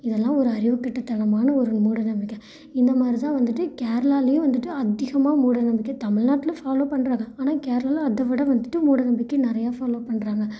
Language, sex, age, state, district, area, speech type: Tamil, female, 18-30, Tamil Nadu, Salem, rural, spontaneous